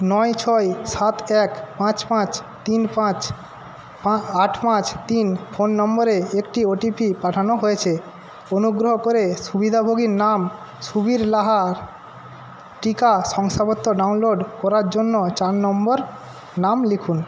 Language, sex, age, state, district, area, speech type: Bengali, male, 45-60, West Bengal, Jhargram, rural, read